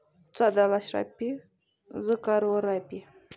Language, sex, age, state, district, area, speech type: Kashmiri, female, 30-45, Jammu and Kashmir, Bandipora, rural, spontaneous